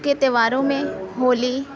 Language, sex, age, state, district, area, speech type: Urdu, male, 18-30, Uttar Pradesh, Mau, urban, spontaneous